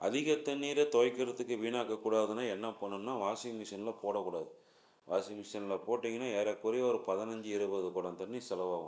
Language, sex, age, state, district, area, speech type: Tamil, male, 45-60, Tamil Nadu, Salem, urban, spontaneous